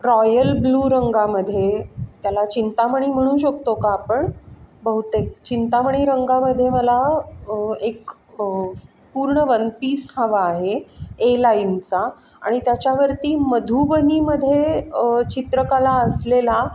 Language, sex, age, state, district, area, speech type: Marathi, female, 45-60, Maharashtra, Pune, urban, spontaneous